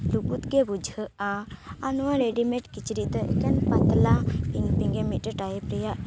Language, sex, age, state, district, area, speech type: Santali, female, 18-30, West Bengal, Purba Bardhaman, rural, spontaneous